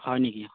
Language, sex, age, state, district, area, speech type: Assamese, male, 30-45, Assam, Morigaon, urban, conversation